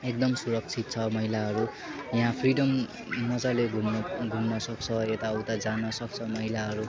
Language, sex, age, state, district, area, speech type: Nepali, male, 18-30, West Bengal, Kalimpong, rural, spontaneous